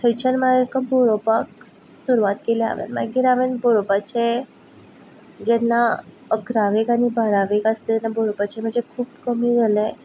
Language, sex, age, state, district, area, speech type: Goan Konkani, female, 18-30, Goa, Ponda, rural, spontaneous